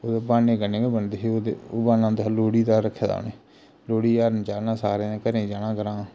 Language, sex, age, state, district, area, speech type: Dogri, male, 30-45, Jammu and Kashmir, Jammu, rural, spontaneous